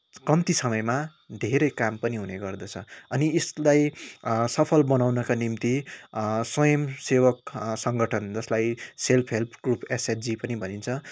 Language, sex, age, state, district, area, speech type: Nepali, male, 18-30, West Bengal, Kalimpong, rural, spontaneous